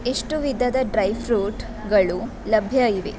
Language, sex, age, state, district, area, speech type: Kannada, female, 18-30, Karnataka, Udupi, rural, read